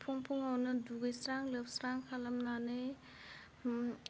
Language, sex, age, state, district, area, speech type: Bodo, female, 18-30, Assam, Udalguri, rural, spontaneous